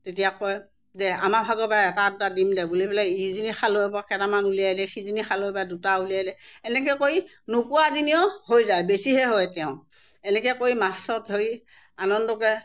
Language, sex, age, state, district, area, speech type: Assamese, female, 60+, Assam, Morigaon, rural, spontaneous